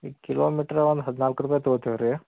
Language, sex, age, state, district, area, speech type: Kannada, male, 30-45, Karnataka, Belgaum, rural, conversation